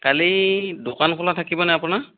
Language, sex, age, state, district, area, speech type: Assamese, male, 30-45, Assam, Sonitpur, rural, conversation